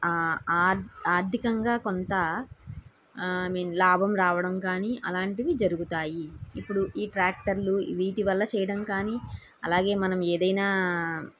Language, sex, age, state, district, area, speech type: Telugu, female, 30-45, Andhra Pradesh, N T Rama Rao, urban, spontaneous